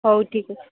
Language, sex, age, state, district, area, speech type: Odia, female, 18-30, Odisha, Rayagada, rural, conversation